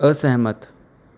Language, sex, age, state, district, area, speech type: Punjabi, male, 18-30, Punjab, Mansa, rural, read